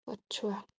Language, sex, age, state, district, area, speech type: Odia, female, 18-30, Odisha, Bhadrak, rural, read